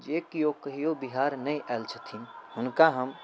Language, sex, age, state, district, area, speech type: Maithili, male, 18-30, Bihar, Darbhanga, urban, spontaneous